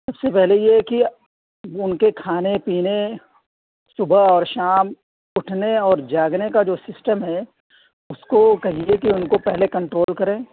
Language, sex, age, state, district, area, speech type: Urdu, female, 30-45, Delhi, South Delhi, rural, conversation